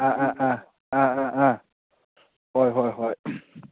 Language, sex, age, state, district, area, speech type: Manipuri, male, 30-45, Manipur, Kakching, rural, conversation